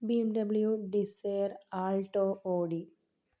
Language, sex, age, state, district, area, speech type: Malayalam, female, 18-30, Kerala, Palakkad, rural, spontaneous